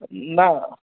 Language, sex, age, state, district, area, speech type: Kannada, male, 30-45, Karnataka, Davanagere, rural, conversation